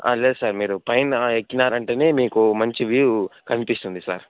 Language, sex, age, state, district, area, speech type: Telugu, male, 30-45, Andhra Pradesh, Chittoor, rural, conversation